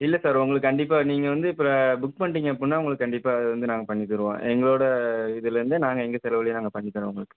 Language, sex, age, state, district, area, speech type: Tamil, male, 18-30, Tamil Nadu, Tiruchirappalli, rural, conversation